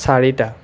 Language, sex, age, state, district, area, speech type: Assamese, male, 30-45, Assam, Nalbari, rural, read